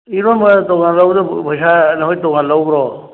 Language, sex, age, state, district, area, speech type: Manipuri, male, 60+, Manipur, Churachandpur, urban, conversation